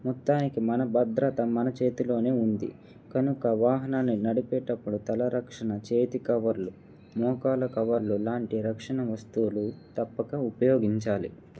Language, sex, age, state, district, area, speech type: Telugu, male, 18-30, Andhra Pradesh, Nandyal, urban, spontaneous